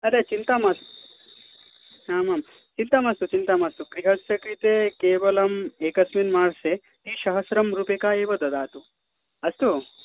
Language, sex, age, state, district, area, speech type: Sanskrit, male, 18-30, West Bengal, Dakshin Dinajpur, rural, conversation